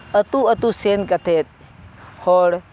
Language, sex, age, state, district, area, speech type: Santali, male, 45-60, Jharkhand, Seraikela Kharsawan, rural, spontaneous